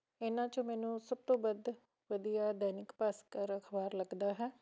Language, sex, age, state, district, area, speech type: Punjabi, female, 45-60, Punjab, Fatehgarh Sahib, rural, spontaneous